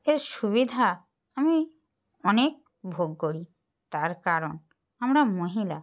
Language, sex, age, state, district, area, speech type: Bengali, female, 30-45, West Bengal, Purba Medinipur, rural, spontaneous